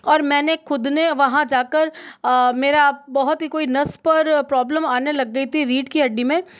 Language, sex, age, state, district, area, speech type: Hindi, female, 18-30, Rajasthan, Jodhpur, urban, spontaneous